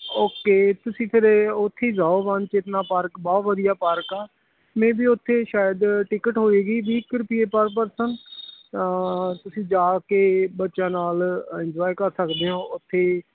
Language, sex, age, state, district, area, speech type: Punjabi, male, 30-45, Punjab, Hoshiarpur, urban, conversation